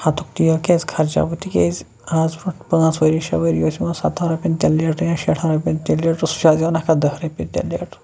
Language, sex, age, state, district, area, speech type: Kashmiri, male, 18-30, Jammu and Kashmir, Shopian, urban, spontaneous